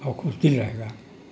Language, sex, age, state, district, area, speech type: Urdu, male, 60+, Uttar Pradesh, Mirzapur, rural, spontaneous